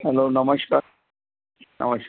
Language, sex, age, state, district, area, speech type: Marathi, male, 45-60, Maharashtra, Wardha, urban, conversation